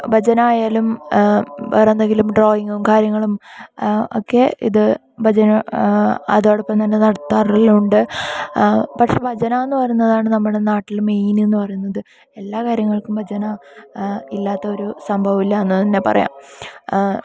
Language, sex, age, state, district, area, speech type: Malayalam, female, 18-30, Kerala, Kasaragod, rural, spontaneous